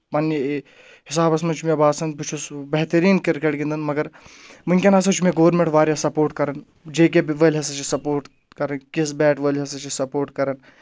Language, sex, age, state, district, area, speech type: Kashmiri, male, 30-45, Jammu and Kashmir, Anantnag, rural, spontaneous